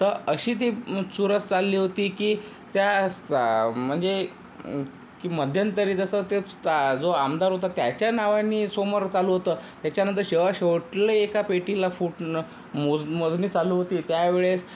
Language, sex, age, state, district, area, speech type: Marathi, male, 18-30, Maharashtra, Yavatmal, rural, spontaneous